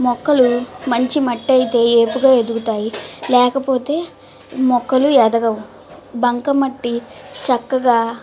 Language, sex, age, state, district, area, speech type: Telugu, female, 18-30, Andhra Pradesh, Guntur, urban, spontaneous